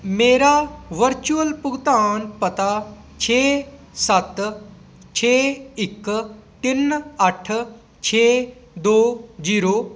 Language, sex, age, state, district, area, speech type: Punjabi, male, 18-30, Punjab, Patiala, rural, read